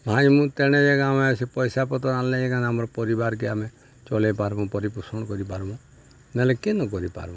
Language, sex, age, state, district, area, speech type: Odia, male, 60+, Odisha, Balangir, urban, spontaneous